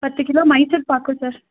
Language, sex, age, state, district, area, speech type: Tamil, female, 30-45, Tamil Nadu, Nilgiris, urban, conversation